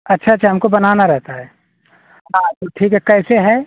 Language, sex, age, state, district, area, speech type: Hindi, male, 18-30, Uttar Pradesh, Azamgarh, rural, conversation